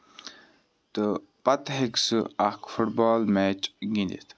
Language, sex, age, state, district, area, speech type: Kashmiri, male, 18-30, Jammu and Kashmir, Ganderbal, rural, spontaneous